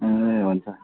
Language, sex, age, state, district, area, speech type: Nepali, male, 60+, West Bengal, Kalimpong, rural, conversation